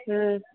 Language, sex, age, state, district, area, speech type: Tamil, female, 18-30, Tamil Nadu, Madurai, urban, conversation